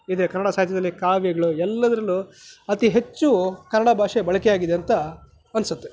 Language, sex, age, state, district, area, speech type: Kannada, male, 30-45, Karnataka, Chikkaballapur, rural, spontaneous